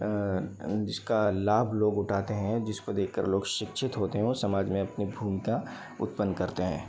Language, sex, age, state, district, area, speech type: Hindi, male, 30-45, Madhya Pradesh, Bhopal, urban, spontaneous